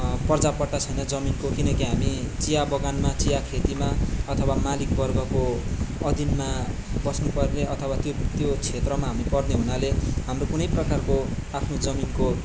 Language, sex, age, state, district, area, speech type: Nepali, male, 18-30, West Bengal, Darjeeling, rural, spontaneous